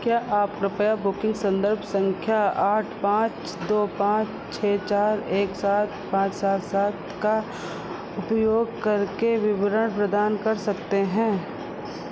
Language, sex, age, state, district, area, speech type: Hindi, female, 45-60, Uttar Pradesh, Sitapur, rural, read